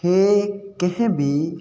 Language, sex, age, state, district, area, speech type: Sindhi, male, 30-45, Uttar Pradesh, Lucknow, urban, spontaneous